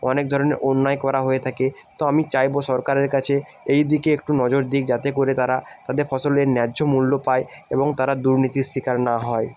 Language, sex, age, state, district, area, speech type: Bengali, male, 30-45, West Bengal, Jalpaiguri, rural, spontaneous